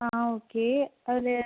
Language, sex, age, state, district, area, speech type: Tamil, female, 18-30, Tamil Nadu, Pudukkottai, rural, conversation